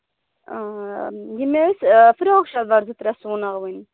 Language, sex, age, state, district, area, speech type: Kashmiri, female, 18-30, Jammu and Kashmir, Budgam, rural, conversation